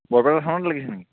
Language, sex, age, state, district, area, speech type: Assamese, male, 30-45, Assam, Barpeta, rural, conversation